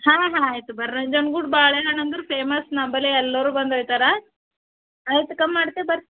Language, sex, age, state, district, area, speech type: Kannada, female, 18-30, Karnataka, Bidar, urban, conversation